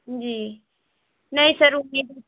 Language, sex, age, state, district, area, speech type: Hindi, female, 18-30, Uttar Pradesh, Ghazipur, urban, conversation